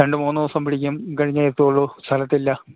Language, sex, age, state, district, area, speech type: Malayalam, male, 60+, Kerala, Idukki, rural, conversation